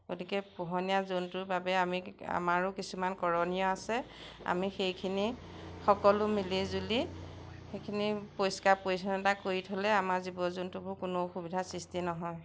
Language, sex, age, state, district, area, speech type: Assamese, female, 45-60, Assam, Majuli, rural, spontaneous